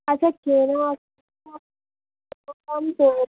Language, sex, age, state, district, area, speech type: Bengali, female, 30-45, West Bengal, Hooghly, urban, conversation